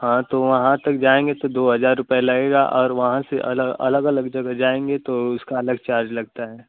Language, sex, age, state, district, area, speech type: Hindi, male, 30-45, Uttar Pradesh, Mau, rural, conversation